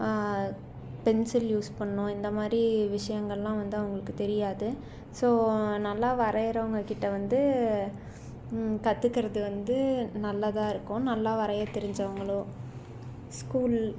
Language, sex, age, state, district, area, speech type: Tamil, female, 18-30, Tamil Nadu, Salem, urban, spontaneous